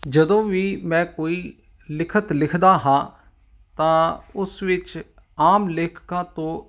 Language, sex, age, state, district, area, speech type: Punjabi, male, 45-60, Punjab, Ludhiana, urban, spontaneous